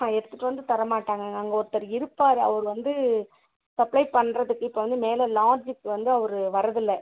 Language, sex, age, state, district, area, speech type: Tamil, female, 45-60, Tamil Nadu, Dharmapuri, rural, conversation